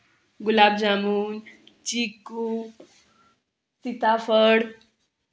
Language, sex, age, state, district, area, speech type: Marathi, female, 30-45, Maharashtra, Bhandara, urban, spontaneous